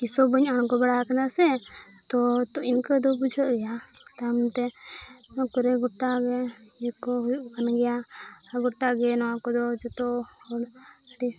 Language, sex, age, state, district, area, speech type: Santali, female, 18-30, Jharkhand, Seraikela Kharsawan, rural, spontaneous